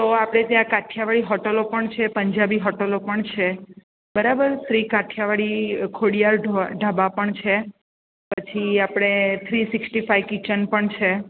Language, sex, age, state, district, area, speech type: Gujarati, female, 30-45, Gujarat, Surat, urban, conversation